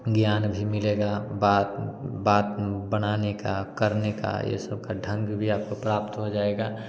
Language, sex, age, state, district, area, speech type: Hindi, male, 30-45, Bihar, Samastipur, urban, spontaneous